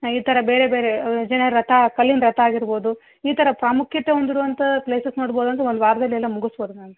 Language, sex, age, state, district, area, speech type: Kannada, female, 18-30, Karnataka, Vijayanagara, rural, conversation